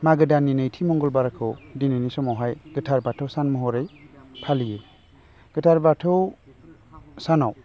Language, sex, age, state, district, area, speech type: Bodo, male, 30-45, Assam, Baksa, urban, spontaneous